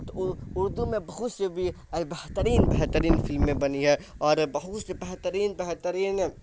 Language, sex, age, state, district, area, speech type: Urdu, male, 18-30, Bihar, Saharsa, rural, spontaneous